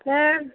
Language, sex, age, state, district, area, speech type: Bodo, female, 30-45, Assam, Chirang, rural, conversation